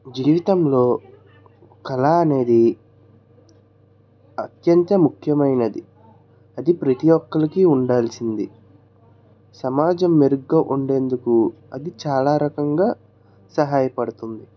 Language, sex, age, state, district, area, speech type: Telugu, male, 60+, Andhra Pradesh, N T Rama Rao, urban, spontaneous